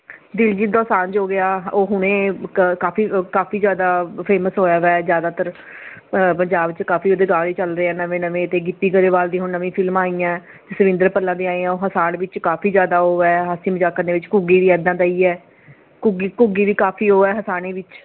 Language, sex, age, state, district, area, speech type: Punjabi, female, 30-45, Punjab, Mohali, urban, conversation